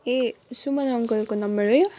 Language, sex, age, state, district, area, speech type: Nepali, female, 18-30, West Bengal, Kalimpong, rural, spontaneous